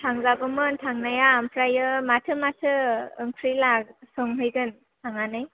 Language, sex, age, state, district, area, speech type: Bodo, female, 18-30, Assam, Chirang, urban, conversation